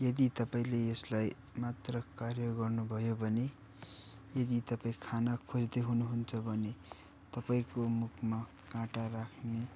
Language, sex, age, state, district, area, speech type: Nepali, male, 18-30, West Bengal, Darjeeling, rural, spontaneous